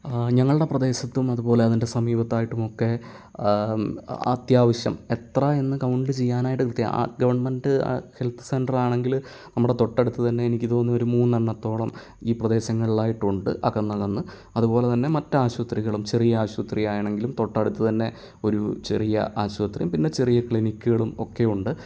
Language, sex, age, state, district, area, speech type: Malayalam, male, 30-45, Kerala, Kottayam, rural, spontaneous